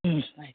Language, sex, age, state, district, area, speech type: Kannada, female, 60+, Karnataka, Mandya, rural, conversation